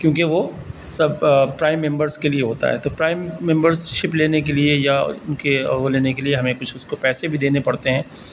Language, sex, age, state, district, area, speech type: Urdu, male, 45-60, Delhi, South Delhi, urban, spontaneous